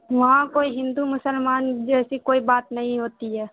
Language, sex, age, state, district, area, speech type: Urdu, female, 30-45, Bihar, Supaul, urban, conversation